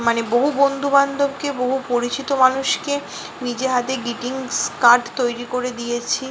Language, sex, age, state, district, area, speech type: Bengali, female, 30-45, West Bengal, Purba Bardhaman, urban, spontaneous